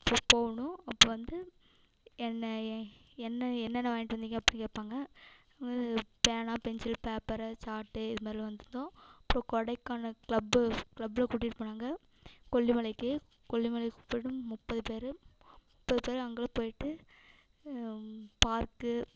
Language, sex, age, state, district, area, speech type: Tamil, female, 18-30, Tamil Nadu, Namakkal, rural, spontaneous